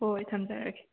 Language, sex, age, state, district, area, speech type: Manipuri, female, 18-30, Manipur, Imphal West, rural, conversation